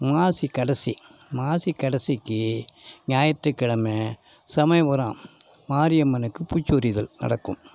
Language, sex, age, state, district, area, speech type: Tamil, male, 60+, Tamil Nadu, Thanjavur, rural, spontaneous